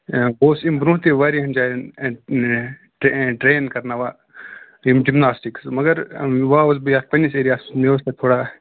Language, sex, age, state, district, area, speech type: Kashmiri, male, 18-30, Jammu and Kashmir, Kupwara, rural, conversation